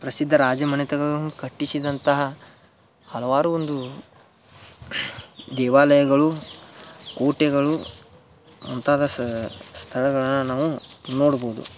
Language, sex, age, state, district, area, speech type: Kannada, male, 18-30, Karnataka, Dharwad, rural, spontaneous